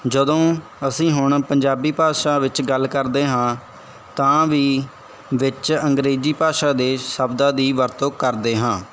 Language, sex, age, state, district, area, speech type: Punjabi, male, 18-30, Punjab, Barnala, rural, spontaneous